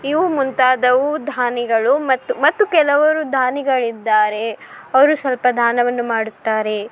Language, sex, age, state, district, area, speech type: Kannada, female, 30-45, Karnataka, Shimoga, rural, spontaneous